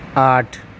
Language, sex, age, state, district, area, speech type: Urdu, male, 18-30, Delhi, South Delhi, urban, read